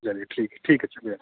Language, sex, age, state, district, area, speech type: Hindi, male, 45-60, Uttar Pradesh, Hardoi, rural, conversation